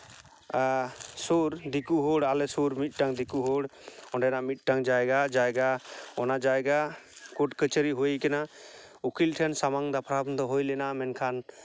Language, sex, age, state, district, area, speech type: Santali, male, 30-45, West Bengal, Jhargram, rural, spontaneous